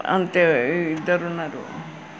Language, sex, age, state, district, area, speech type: Telugu, female, 60+, Telangana, Hyderabad, urban, spontaneous